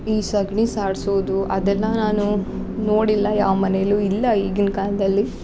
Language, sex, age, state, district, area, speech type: Kannada, female, 18-30, Karnataka, Uttara Kannada, rural, spontaneous